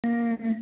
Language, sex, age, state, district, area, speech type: Manipuri, female, 30-45, Manipur, Senapati, rural, conversation